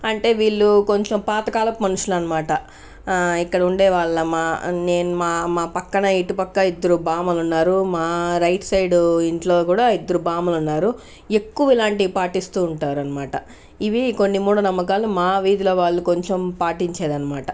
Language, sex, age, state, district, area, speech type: Telugu, female, 60+, Andhra Pradesh, Sri Balaji, urban, spontaneous